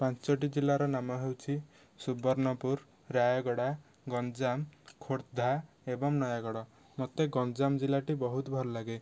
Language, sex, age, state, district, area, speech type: Odia, male, 18-30, Odisha, Nayagarh, rural, spontaneous